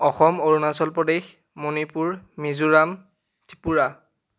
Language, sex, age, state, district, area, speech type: Assamese, male, 18-30, Assam, Biswanath, rural, spontaneous